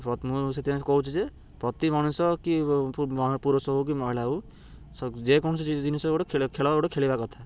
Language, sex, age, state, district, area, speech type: Odia, male, 30-45, Odisha, Ganjam, urban, spontaneous